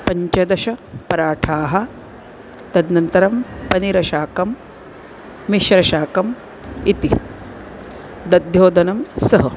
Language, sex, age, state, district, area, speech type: Sanskrit, female, 45-60, Maharashtra, Nagpur, urban, spontaneous